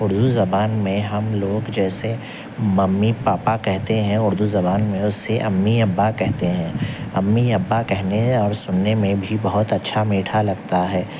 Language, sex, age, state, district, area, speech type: Urdu, male, 45-60, Telangana, Hyderabad, urban, spontaneous